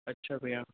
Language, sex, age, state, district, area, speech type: Hindi, female, 60+, Rajasthan, Jodhpur, urban, conversation